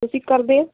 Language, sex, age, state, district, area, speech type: Punjabi, female, 18-30, Punjab, Hoshiarpur, rural, conversation